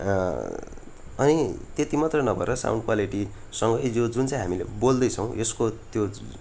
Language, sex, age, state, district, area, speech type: Nepali, male, 18-30, West Bengal, Darjeeling, rural, spontaneous